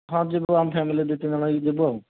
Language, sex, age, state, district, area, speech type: Odia, male, 30-45, Odisha, Kandhamal, rural, conversation